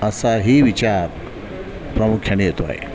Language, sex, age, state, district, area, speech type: Marathi, male, 45-60, Maharashtra, Sindhudurg, rural, spontaneous